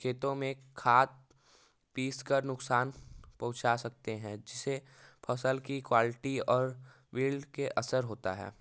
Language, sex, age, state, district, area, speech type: Hindi, male, 18-30, Uttar Pradesh, Varanasi, rural, spontaneous